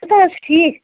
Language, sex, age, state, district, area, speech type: Kashmiri, female, 18-30, Jammu and Kashmir, Baramulla, rural, conversation